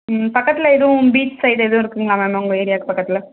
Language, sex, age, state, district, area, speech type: Tamil, female, 30-45, Tamil Nadu, Mayiladuthurai, rural, conversation